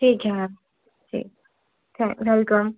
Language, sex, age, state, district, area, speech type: Hindi, female, 18-30, Madhya Pradesh, Chhindwara, urban, conversation